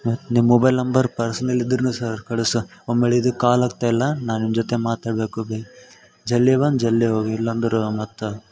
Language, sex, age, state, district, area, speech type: Kannada, male, 18-30, Karnataka, Yadgir, rural, spontaneous